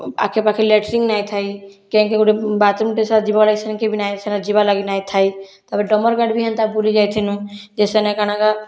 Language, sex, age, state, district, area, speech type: Odia, female, 60+, Odisha, Boudh, rural, spontaneous